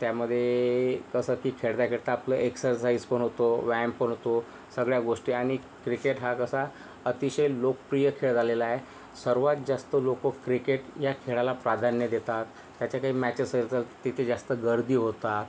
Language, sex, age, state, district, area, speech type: Marathi, male, 30-45, Maharashtra, Yavatmal, rural, spontaneous